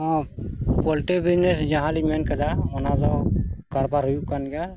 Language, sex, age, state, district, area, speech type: Santali, male, 45-60, Jharkhand, Bokaro, rural, spontaneous